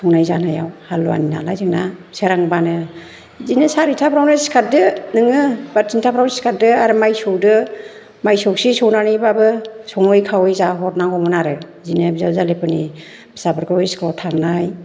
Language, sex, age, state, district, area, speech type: Bodo, female, 30-45, Assam, Chirang, urban, spontaneous